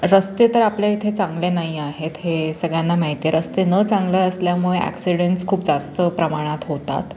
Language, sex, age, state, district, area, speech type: Marathi, female, 18-30, Maharashtra, Pune, urban, spontaneous